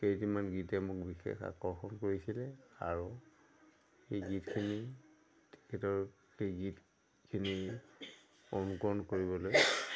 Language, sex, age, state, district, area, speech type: Assamese, male, 60+, Assam, Majuli, urban, spontaneous